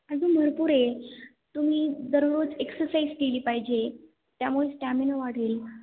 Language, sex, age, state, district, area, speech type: Marathi, female, 18-30, Maharashtra, Ahmednagar, rural, conversation